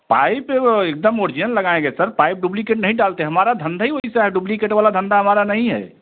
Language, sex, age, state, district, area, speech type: Hindi, male, 45-60, Uttar Pradesh, Jaunpur, rural, conversation